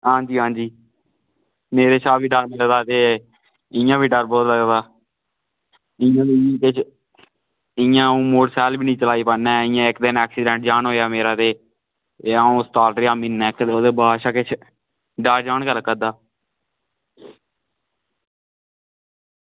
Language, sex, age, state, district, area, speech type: Dogri, male, 30-45, Jammu and Kashmir, Udhampur, rural, conversation